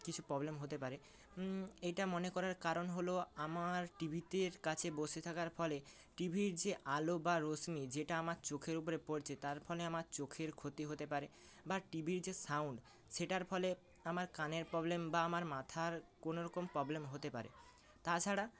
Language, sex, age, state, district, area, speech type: Bengali, male, 18-30, West Bengal, Purba Medinipur, rural, spontaneous